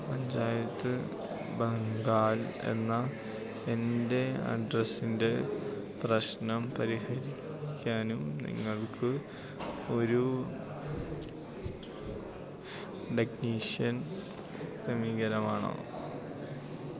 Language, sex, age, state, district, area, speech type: Malayalam, male, 18-30, Kerala, Idukki, rural, read